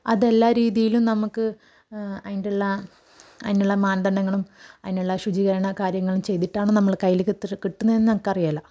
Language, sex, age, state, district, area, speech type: Malayalam, female, 18-30, Kerala, Kasaragod, rural, spontaneous